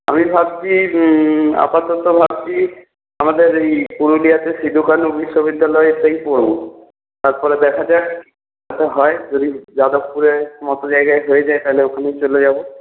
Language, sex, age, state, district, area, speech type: Bengali, male, 45-60, West Bengal, Purulia, urban, conversation